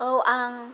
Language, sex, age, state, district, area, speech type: Bodo, female, 18-30, Assam, Kokrajhar, rural, spontaneous